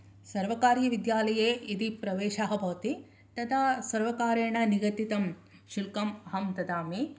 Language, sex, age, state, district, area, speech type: Sanskrit, female, 60+, Karnataka, Mysore, urban, spontaneous